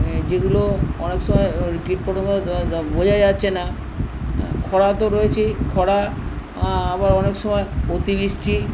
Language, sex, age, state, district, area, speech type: Bengali, male, 60+, West Bengal, Purba Bardhaman, urban, spontaneous